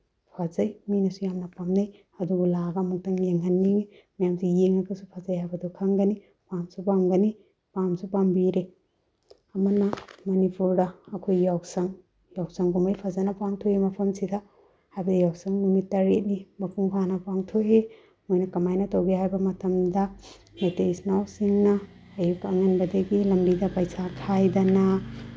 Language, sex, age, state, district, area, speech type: Manipuri, female, 30-45, Manipur, Bishnupur, rural, spontaneous